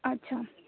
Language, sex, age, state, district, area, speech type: Marathi, female, 18-30, Maharashtra, Nagpur, urban, conversation